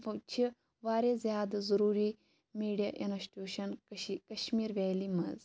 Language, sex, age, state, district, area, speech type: Kashmiri, female, 18-30, Jammu and Kashmir, Shopian, rural, spontaneous